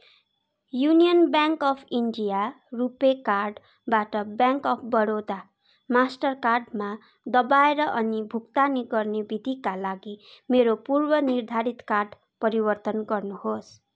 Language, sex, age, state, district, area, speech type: Nepali, female, 18-30, West Bengal, Darjeeling, rural, read